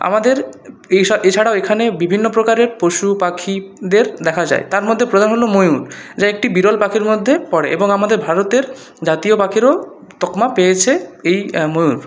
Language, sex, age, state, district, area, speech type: Bengali, male, 30-45, West Bengal, Purulia, urban, spontaneous